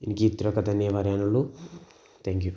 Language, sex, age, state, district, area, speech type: Malayalam, male, 18-30, Kerala, Kozhikode, urban, spontaneous